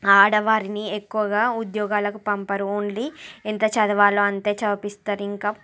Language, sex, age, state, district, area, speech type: Telugu, female, 30-45, Andhra Pradesh, Srikakulam, urban, spontaneous